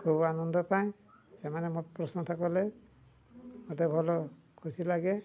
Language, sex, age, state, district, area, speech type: Odia, male, 60+, Odisha, Mayurbhanj, rural, spontaneous